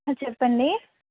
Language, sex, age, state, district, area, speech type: Telugu, female, 30-45, Andhra Pradesh, Nellore, urban, conversation